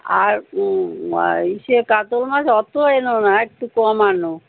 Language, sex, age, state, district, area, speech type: Bengali, female, 60+, West Bengal, Kolkata, urban, conversation